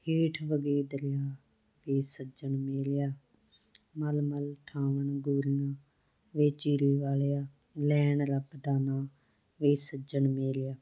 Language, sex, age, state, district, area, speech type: Punjabi, female, 30-45, Punjab, Muktsar, urban, spontaneous